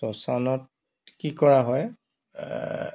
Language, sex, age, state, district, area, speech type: Assamese, male, 45-60, Assam, Dibrugarh, rural, spontaneous